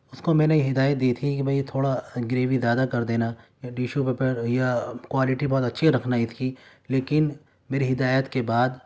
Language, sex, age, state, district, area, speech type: Urdu, male, 18-30, Delhi, Central Delhi, urban, spontaneous